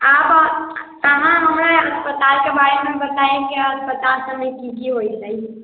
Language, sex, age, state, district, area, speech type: Maithili, female, 30-45, Bihar, Sitamarhi, rural, conversation